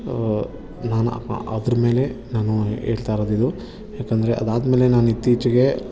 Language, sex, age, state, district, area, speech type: Kannada, male, 30-45, Karnataka, Bangalore Urban, urban, spontaneous